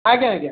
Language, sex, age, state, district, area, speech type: Odia, male, 30-45, Odisha, Puri, urban, conversation